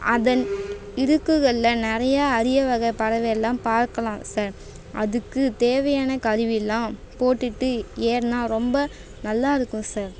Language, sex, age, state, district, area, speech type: Tamil, female, 18-30, Tamil Nadu, Tiruvannamalai, rural, spontaneous